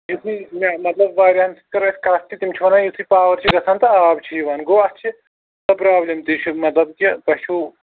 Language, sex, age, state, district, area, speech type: Kashmiri, male, 18-30, Jammu and Kashmir, Pulwama, rural, conversation